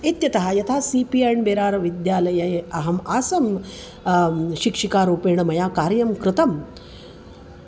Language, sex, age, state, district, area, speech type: Sanskrit, female, 45-60, Maharashtra, Nagpur, urban, spontaneous